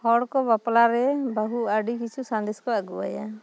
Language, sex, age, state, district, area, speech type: Santali, female, 30-45, West Bengal, Bankura, rural, spontaneous